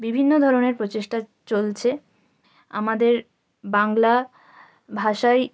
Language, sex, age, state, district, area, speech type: Bengali, female, 18-30, West Bengal, North 24 Parganas, rural, spontaneous